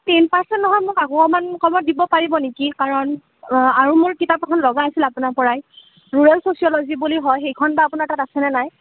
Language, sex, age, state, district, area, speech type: Assamese, female, 18-30, Assam, Kamrup Metropolitan, urban, conversation